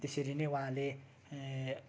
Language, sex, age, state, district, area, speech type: Nepali, male, 30-45, West Bengal, Darjeeling, rural, spontaneous